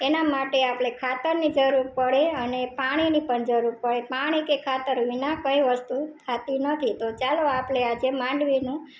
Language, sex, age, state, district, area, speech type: Gujarati, female, 45-60, Gujarat, Rajkot, rural, spontaneous